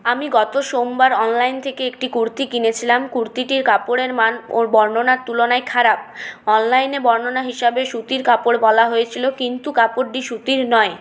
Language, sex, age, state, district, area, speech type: Bengali, female, 30-45, West Bengal, Purulia, urban, spontaneous